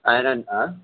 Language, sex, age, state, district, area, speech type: Urdu, male, 45-60, Telangana, Hyderabad, urban, conversation